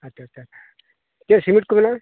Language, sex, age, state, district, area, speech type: Santali, male, 45-60, Odisha, Mayurbhanj, rural, conversation